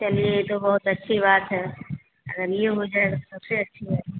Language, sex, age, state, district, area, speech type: Hindi, female, 45-60, Uttar Pradesh, Azamgarh, rural, conversation